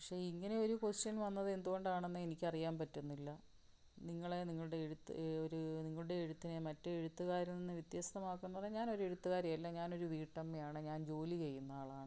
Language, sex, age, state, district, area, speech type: Malayalam, female, 45-60, Kerala, Palakkad, rural, spontaneous